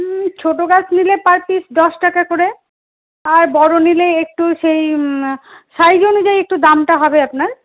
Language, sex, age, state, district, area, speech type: Bengali, female, 45-60, West Bengal, Malda, rural, conversation